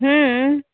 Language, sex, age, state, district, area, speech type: Maithili, female, 30-45, Bihar, Samastipur, urban, conversation